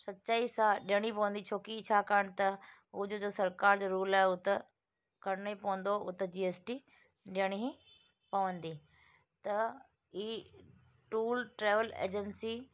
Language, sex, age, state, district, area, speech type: Sindhi, female, 30-45, Rajasthan, Ajmer, urban, spontaneous